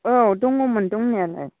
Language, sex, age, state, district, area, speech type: Bodo, female, 18-30, Assam, Kokrajhar, rural, conversation